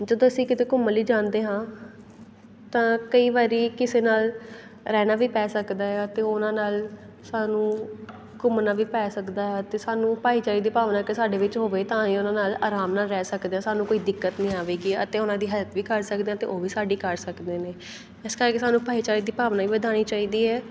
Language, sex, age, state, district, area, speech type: Punjabi, female, 18-30, Punjab, Pathankot, rural, spontaneous